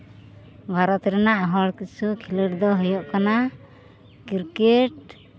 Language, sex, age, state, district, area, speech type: Santali, female, 45-60, West Bengal, Uttar Dinajpur, rural, spontaneous